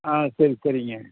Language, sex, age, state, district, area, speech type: Tamil, male, 60+, Tamil Nadu, Madurai, rural, conversation